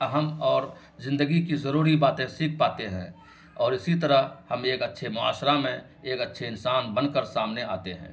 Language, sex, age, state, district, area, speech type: Urdu, male, 45-60, Bihar, Araria, rural, spontaneous